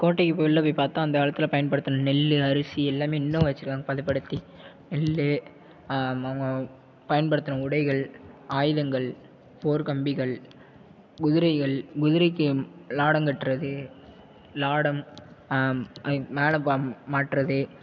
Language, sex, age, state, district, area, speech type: Tamil, male, 30-45, Tamil Nadu, Tiruvarur, rural, spontaneous